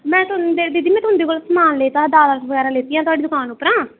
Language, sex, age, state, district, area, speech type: Dogri, female, 18-30, Jammu and Kashmir, Kathua, rural, conversation